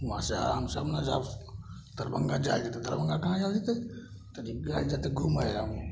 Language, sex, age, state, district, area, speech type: Maithili, male, 30-45, Bihar, Samastipur, rural, spontaneous